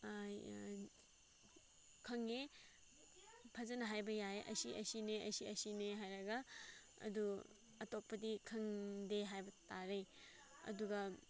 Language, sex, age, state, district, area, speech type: Manipuri, female, 18-30, Manipur, Senapati, rural, spontaneous